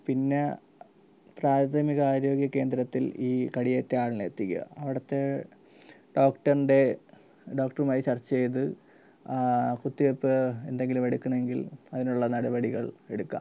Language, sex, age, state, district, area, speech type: Malayalam, male, 18-30, Kerala, Thiruvananthapuram, rural, spontaneous